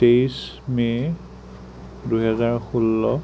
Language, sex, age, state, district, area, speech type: Assamese, male, 30-45, Assam, Sonitpur, rural, spontaneous